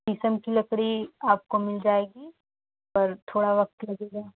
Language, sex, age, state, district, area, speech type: Hindi, female, 18-30, Uttar Pradesh, Jaunpur, urban, conversation